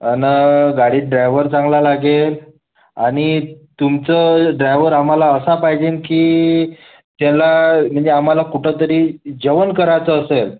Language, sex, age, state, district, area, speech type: Marathi, male, 18-30, Maharashtra, Wardha, urban, conversation